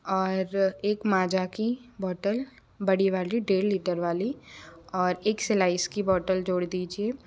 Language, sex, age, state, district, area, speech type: Hindi, female, 45-60, Madhya Pradesh, Bhopal, urban, spontaneous